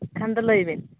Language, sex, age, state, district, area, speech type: Santali, female, 30-45, Jharkhand, Seraikela Kharsawan, rural, conversation